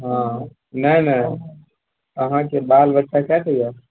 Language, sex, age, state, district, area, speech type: Maithili, male, 60+, Bihar, Purnia, urban, conversation